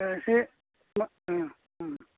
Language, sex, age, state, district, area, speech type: Bodo, male, 60+, Assam, Kokrajhar, rural, conversation